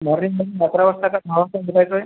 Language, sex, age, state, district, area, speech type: Marathi, male, 45-60, Maharashtra, Akola, urban, conversation